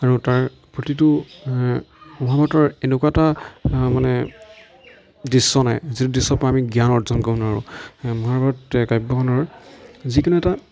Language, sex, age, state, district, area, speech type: Assamese, male, 45-60, Assam, Darrang, rural, spontaneous